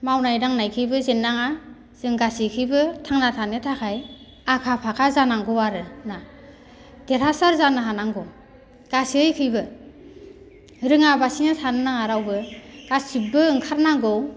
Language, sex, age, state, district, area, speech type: Bodo, female, 45-60, Assam, Baksa, rural, spontaneous